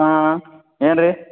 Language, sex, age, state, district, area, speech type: Kannada, male, 18-30, Karnataka, Gulbarga, urban, conversation